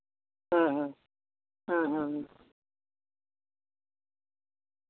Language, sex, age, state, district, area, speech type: Santali, male, 30-45, West Bengal, Bankura, rural, conversation